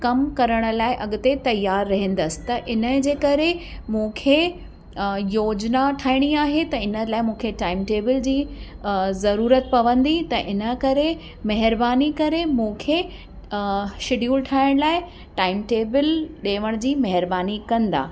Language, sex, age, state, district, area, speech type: Sindhi, female, 30-45, Uttar Pradesh, Lucknow, urban, spontaneous